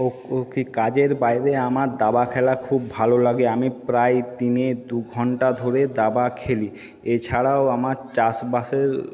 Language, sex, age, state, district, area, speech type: Bengali, male, 30-45, West Bengal, Jhargram, rural, spontaneous